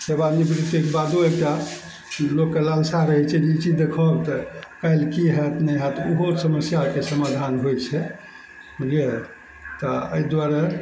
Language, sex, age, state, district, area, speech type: Maithili, male, 60+, Bihar, Araria, rural, spontaneous